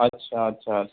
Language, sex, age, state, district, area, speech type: Sindhi, male, 45-60, Uttar Pradesh, Lucknow, urban, conversation